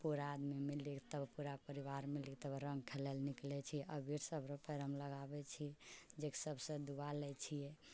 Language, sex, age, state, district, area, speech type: Maithili, female, 45-60, Bihar, Purnia, urban, spontaneous